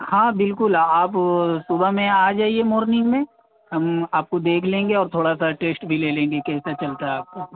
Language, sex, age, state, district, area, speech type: Urdu, male, 18-30, Bihar, Gaya, urban, conversation